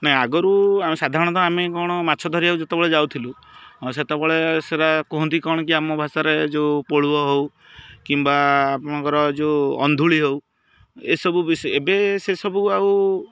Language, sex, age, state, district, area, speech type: Odia, male, 30-45, Odisha, Jagatsinghpur, urban, spontaneous